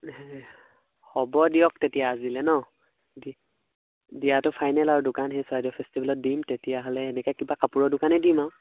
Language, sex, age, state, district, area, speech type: Assamese, male, 18-30, Assam, Charaideo, rural, conversation